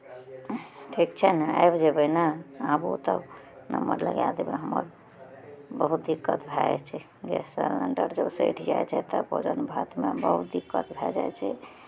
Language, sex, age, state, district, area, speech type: Maithili, female, 30-45, Bihar, Araria, rural, spontaneous